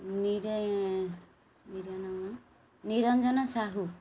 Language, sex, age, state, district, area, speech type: Odia, female, 45-60, Odisha, Kendrapara, urban, spontaneous